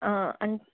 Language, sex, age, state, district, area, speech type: Telugu, female, 18-30, Telangana, Warangal, rural, conversation